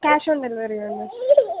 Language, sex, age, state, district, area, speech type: Telugu, female, 18-30, Telangana, Mancherial, rural, conversation